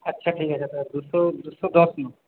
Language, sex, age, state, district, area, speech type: Bengali, male, 30-45, West Bengal, Paschim Bardhaman, urban, conversation